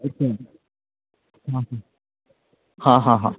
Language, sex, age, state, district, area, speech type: Marathi, male, 18-30, Maharashtra, Thane, urban, conversation